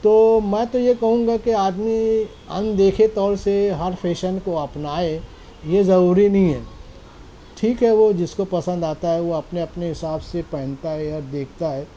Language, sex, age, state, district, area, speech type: Urdu, male, 60+, Maharashtra, Nashik, urban, spontaneous